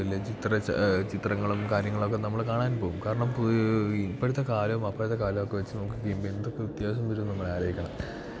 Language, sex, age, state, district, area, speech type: Malayalam, male, 18-30, Kerala, Idukki, rural, spontaneous